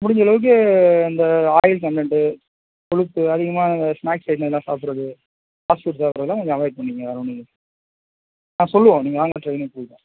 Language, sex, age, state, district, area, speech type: Tamil, male, 18-30, Tamil Nadu, Tiruchirappalli, rural, conversation